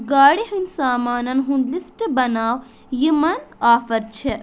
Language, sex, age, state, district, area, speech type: Kashmiri, female, 18-30, Jammu and Kashmir, Budgam, urban, read